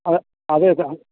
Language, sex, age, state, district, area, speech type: Malayalam, male, 45-60, Kerala, Alappuzha, urban, conversation